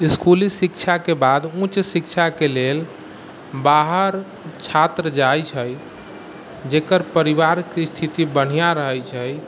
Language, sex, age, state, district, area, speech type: Maithili, male, 45-60, Bihar, Sitamarhi, rural, spontaneous